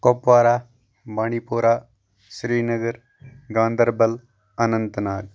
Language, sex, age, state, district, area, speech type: Kashmiri, male, 30-45, Jammu and Kashmir, Anantnag, rural, spontaneous